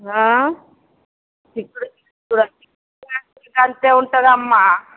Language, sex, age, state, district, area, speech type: Telugu, female, 30-45, Telangana, Mancherial, rural, conversation